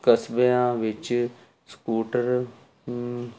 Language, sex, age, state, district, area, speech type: Punjabi, male, 45-60, Punjab, Jalandhar, urban, spontaneous